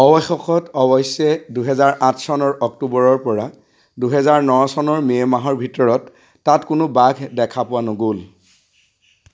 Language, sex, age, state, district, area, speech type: Assamese, male, 45-60, Assam, Golaghat, urban, read